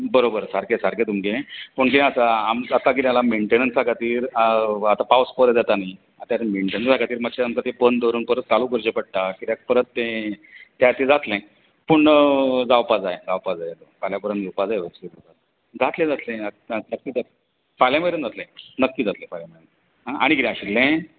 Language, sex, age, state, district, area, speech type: Goan Konkani, male, 45-60, Goa, Bardez, urban, conversation